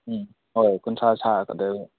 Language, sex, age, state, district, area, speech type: Manipuri, male, 18-30, Manipur, Kakching, rural, conversation